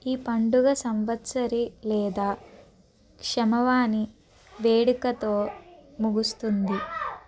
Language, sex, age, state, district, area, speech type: Telugu, female, 30-45, Andhra Pradesh, Palnadu, urban, read